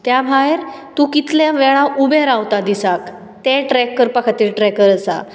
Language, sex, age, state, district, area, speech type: Goan Konkani, female, 30-45, Goa, Bardez, urban, spontaneous